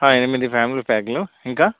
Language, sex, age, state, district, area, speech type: Telugu, male, 30-45, Telangana, Karimnagar, rural, conversation